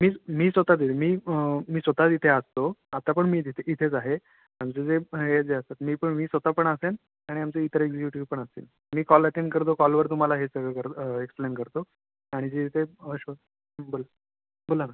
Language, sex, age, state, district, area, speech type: Marathi, male, 18-30, Maharashtra, Raigad, rural, conversation